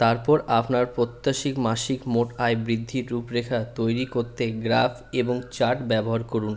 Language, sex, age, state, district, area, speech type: Bengali, male, 30-45, West Bengal, Purulia, urban, read